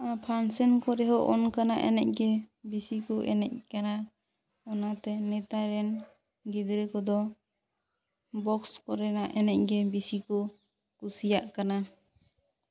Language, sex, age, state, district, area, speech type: Santali, female, 18-30, West Bengal, Purba Bardhaman, rural, spontaneous